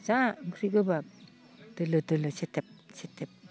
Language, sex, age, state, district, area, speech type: Bodo, female, 60+, Assam, Baksa, rural, spontaneous